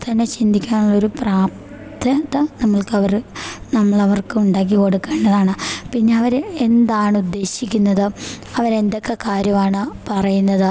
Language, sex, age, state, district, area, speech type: Malayalam, female, 18-30, Kerala, Idukki, rural, spontaneous